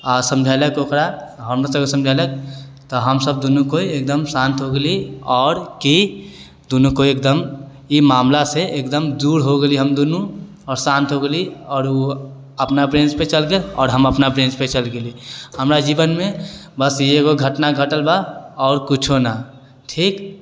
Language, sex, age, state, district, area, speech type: Maithili, male, 18-30, Bihar, Sitamarhi, urban, spontaneous